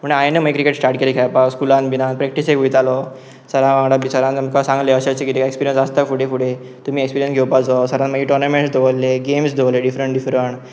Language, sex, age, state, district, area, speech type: Goan Konkani, male, 18-30, Goa, Pernem, rural, spontaneous